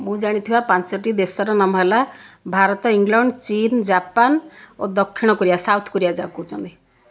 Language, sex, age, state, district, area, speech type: Odia, female, 60+, Odisha, Kandhamal, rural, spontaneous